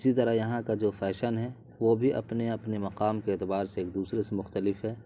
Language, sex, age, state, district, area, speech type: Urdu, male, 30-45, Bihar, Purnia, rural, spontaneous